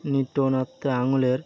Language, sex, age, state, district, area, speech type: Bengali, male, 45-60, West Bengal, Birbhum, urban, read